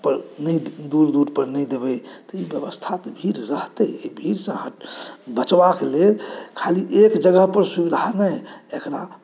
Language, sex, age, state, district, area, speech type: Maithili, male, 45-60, Bihar, Saharsa, urban, spontaneous